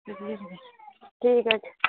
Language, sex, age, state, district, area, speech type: Bengali, female, 45-60, West Bengal, Darjeeling, urban, conversation